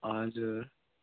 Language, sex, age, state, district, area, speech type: Nepali, male, 18-30, West Bengal, Darjeeling, rural, conversation